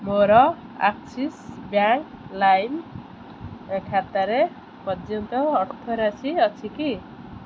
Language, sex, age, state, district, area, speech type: Odia, female, 30-45, Odisha, Kendrapara, urban, read